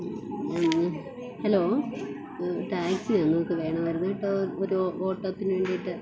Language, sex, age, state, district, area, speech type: Malayalam, female, 30-45, Kerala, Thiruvananthapuram, rural, spontaneous